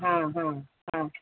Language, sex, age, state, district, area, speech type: Kannada, female, 45-60, Karnataka, Uttara Kannada, rural, conversation